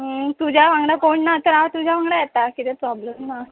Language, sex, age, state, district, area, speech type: Goan Konkani, female, 18-30, Goa, Murmgao, urban, conversation